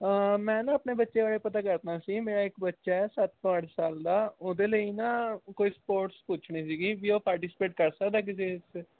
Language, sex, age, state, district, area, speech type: Punjabi, male, 18-30, Punjab, Mohali, rural, conversation